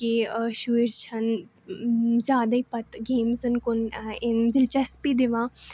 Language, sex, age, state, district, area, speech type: Kashmiri, female, 18-30, Jammu and Kashmir, Baramulla, rural, spontaneous